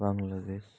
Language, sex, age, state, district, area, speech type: Bengali, male, 18-30, West Bengal, North 24 Parganas, rural, spontaneous